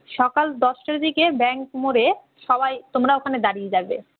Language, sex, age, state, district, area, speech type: Bengali, female, 18-30, West Bengal, Malda, urban, conversation